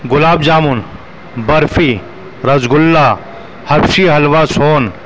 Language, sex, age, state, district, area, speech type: Urdu, male, 30-45, Delhi, New Delhi, urban, spontaneous